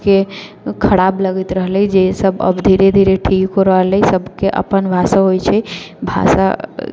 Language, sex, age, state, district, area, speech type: Maithili, female, 18-30, Bihar, Sitamarhi, rural, spontaneous